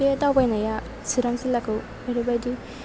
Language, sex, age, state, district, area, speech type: Bodo, female, 18-30, Assam, Chirang, rural, spontaneous